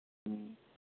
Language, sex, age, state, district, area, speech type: Manipuri, female, 18-30, Manipur, Kangpokpi, urban, conversation